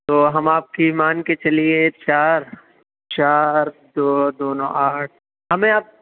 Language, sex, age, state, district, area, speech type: Urdu, male, 30-45, Uttar Pradesh, Lucknow, urban, conversation